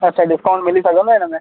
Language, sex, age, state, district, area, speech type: Sindhi, male, 18-30, Rajasthan, Ajmer, urban, conversation